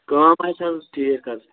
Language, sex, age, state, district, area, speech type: Kashmiri, male, 18-30, Jammu and Kashmir, Shopian, rural, conversation